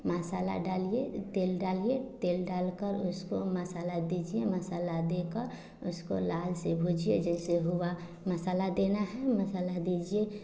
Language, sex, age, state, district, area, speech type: Hindi, female, 30-45, Bihar, Samastipur, rural, spontaneous